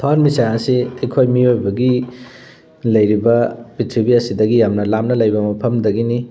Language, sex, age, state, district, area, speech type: Manipuri, male, 45-60, Manipur, Thoubal, rural, spontaneous